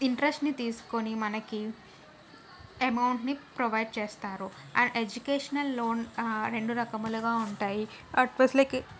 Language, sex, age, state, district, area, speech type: Telugu, female, 30-45, Andhra Pradesh, N T Rama Rao, urban, spontaneous